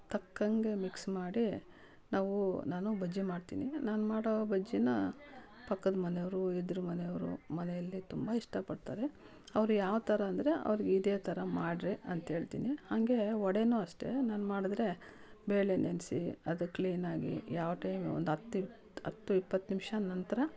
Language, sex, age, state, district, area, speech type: Kannada, female, 45-60, Karnataka, Kolar, rural, spontaneous